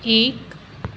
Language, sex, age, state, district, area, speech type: Hindi, female, 30-45, Madhya Pradesh, Chhindwara, urban, read